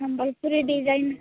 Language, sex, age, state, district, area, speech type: Odia, female, 18-30, Odisha, Balasore, rural, conversation